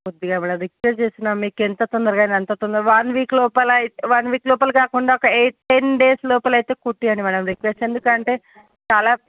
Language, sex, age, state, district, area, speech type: Telugu, female, 18-30, Telangana, Nalgonda, urban, conversation